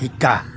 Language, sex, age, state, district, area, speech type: Assamese, male, 60+, Assam, Dibrugarh, rural, read